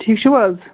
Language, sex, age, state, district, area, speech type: Kashmiri, male, 30-45, Jammu and Kashmir, Pulwama, rural, conversation